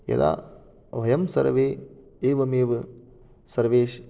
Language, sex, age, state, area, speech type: Sanskrit, male, 18-30, Rajasthan, urban, spontaneous